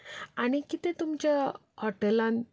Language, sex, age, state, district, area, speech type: Goan Konkani, female, 30-45, Goa, Canacona, rural, spontaneous